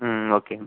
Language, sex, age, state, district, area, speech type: Tamil, male, 18-30, Tamil Nadu, Sivaganga, rural, conversation